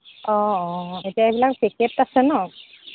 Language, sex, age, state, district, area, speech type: Assamese, female, 30-45, Assam, Charaideo, rural, conversation